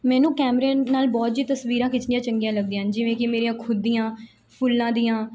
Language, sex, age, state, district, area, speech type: Punjabi, female, 18-30, Punjab, Mansa, urban, spontaneous